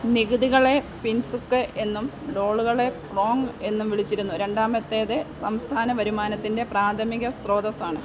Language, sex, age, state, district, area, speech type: Malayalam, female, 30-45, Kerala, Pathanamthitta, rural, read